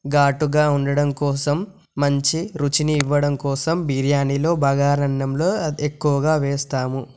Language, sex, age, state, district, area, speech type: Telugu, male, 18-30, Telangana, Yadadri Bhuvanagiri, urban, spontaneous